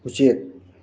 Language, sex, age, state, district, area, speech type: Manipuri, male, 18-30, Manipur, Thoubal, rural, read